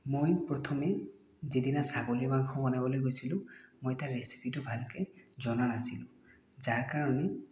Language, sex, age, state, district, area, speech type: Assamese, male, 18-30, Assam, Nagaon, rural, spontaneous